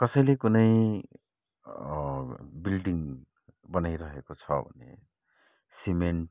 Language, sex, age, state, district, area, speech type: Nepali, male, 45-60, West Bengal, Kalimpong, rural, spontaneous